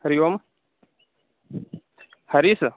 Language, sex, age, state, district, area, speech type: Sanskrit, male, 18-30, Uttar Pradesh, Mirzapur, rural, conversation